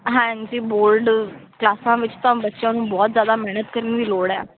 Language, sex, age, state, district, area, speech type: Punjabi, female, 18-30, Punjab, Ludhiana, urban, conversation